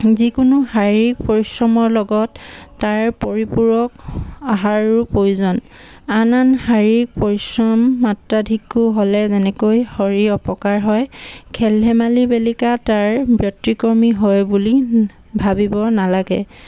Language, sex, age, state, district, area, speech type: Assamese, female, 45-60, Assam, Dibrugarh, rural, spontaneous